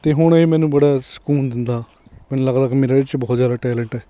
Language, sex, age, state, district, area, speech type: Punjabi, male, 30-45, Punjab, Hoshiarpur, rural, spontaneous